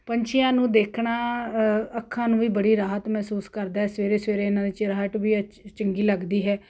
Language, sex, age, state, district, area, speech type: Punjabi, female, 45-60, Punjab, Ludhiana, urban, spontaneous